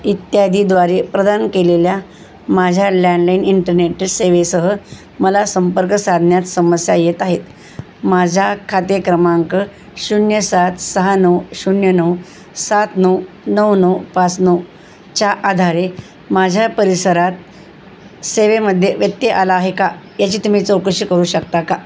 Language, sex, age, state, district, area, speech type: Marathi, female, 60+, Maharashtra, Osmanabad, rural, read